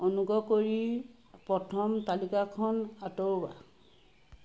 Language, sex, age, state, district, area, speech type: Assamese, female, 45-60, Assam, Sivasagar, rural, read